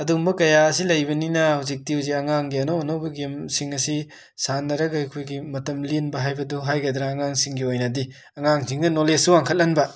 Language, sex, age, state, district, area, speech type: Manipuri, male, 18-30, Manipur, Imphal West, rural, spontaneous